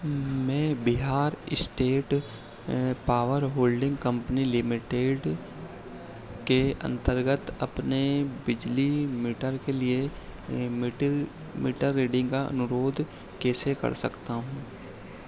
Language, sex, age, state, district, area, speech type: Hindi, male, 30-45, Madhya Pradesh, Harda, urban, read